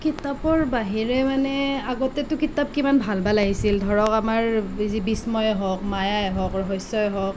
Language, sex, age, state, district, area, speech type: Assamese, female, 30-45, Assam, Nalbari, rural, spontaneous